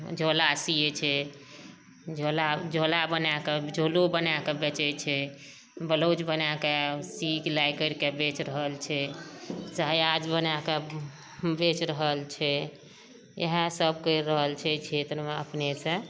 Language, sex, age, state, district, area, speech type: Maithili, female, 60+, Bihar, Madhepura, urban, spontaneous